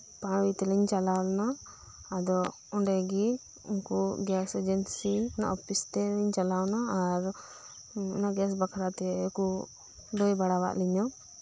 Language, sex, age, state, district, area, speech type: Santali, female, 30-45, West Bengal, Birbhum, rural, spontaneous